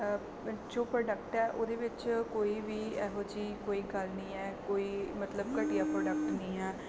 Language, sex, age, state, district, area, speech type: Punjabi, female, 18-30, Punjab, Bathinda, rural, spontaneous